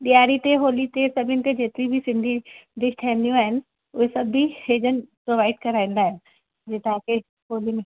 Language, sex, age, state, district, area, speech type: Sindhi, female, 45-60, Uttar Pradesh, Lucknow, urban, conversation